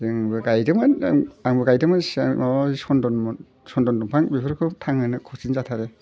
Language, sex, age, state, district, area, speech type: Bodo, male, 60+, Assam, Udalguri, rural, spontaneous